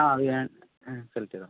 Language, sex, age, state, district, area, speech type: Malayalam, male, 45-60, Kerala, Palakkad, rural, conversation